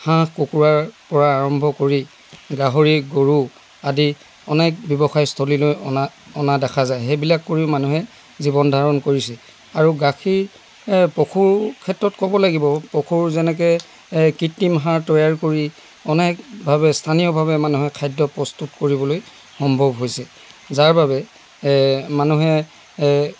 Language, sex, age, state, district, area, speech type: Assamese, male, 60+, Assam, Dibrugarh, rural, spontaneous